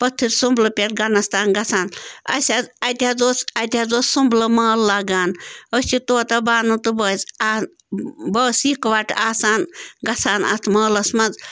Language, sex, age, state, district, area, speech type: Kashmiri, female, 30-45, Jammu and Kashmir, Bandipora, rural, spontaneous